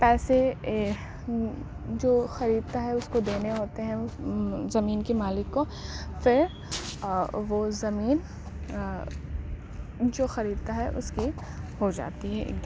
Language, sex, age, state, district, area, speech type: Urdu, female, 18-30, Uttar Pradesh, Aligarh, urban, spontaneous